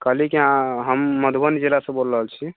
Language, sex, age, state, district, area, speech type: Maithili, male, 45-60, Bihar, Sitamarhi, urban, conversation